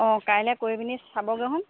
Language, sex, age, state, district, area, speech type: Assamese, female, 18-30, Assam, Lakhimpur, urban, conversation